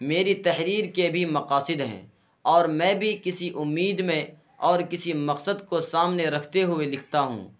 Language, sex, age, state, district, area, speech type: Urdu, male, 18-30, Bihar, Purnia, rural, spontaneous